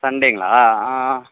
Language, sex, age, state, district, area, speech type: Tamil, male, 45-60, Tamil Nadu, Mayiladuthurai, rural, conversation